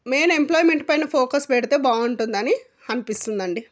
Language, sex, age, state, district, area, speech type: Telugu, female, 45-60, Telangana, Jangaon, rural, spontaneous